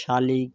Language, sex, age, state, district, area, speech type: Bengali, male, 18-30, West Bengal, Birbhum, urban, spontaneous